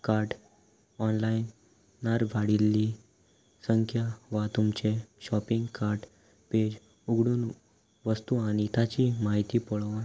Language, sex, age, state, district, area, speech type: Goan Konkani, male, 18-30, Goa, Salcete, rural, spontaneous